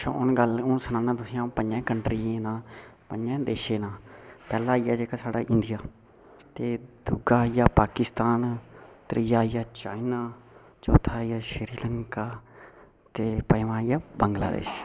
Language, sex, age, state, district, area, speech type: Dogri, male, 18-30, Jammu and Kashmir, Udhampur, rural, spontaneous